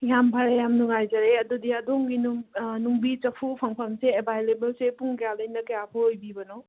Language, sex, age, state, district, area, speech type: Manipuri, female, 45-60, Manipur, Churachandpur, rural, conversation